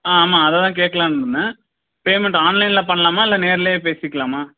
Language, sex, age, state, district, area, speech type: Tamil, male, 18-30, Tamil Nadu, Dharmapuri, rural, conversation